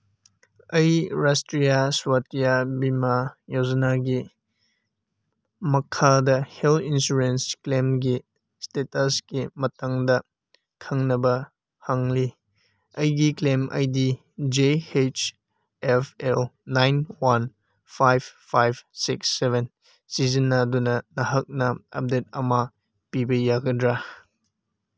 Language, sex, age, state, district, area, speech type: Manipuri, male, 18-30, Manipur, Senapati, urban, read